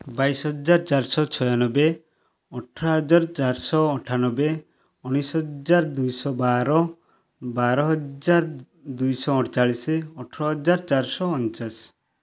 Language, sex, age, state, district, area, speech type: Odia, male, 30-45, Odisha, Kalahandi, rural, spontaneous